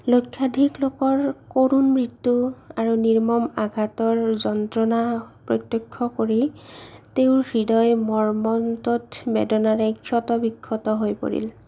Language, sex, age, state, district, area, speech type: Assamese, female, 30-45, Assam, Morigaon, rural, spontaneous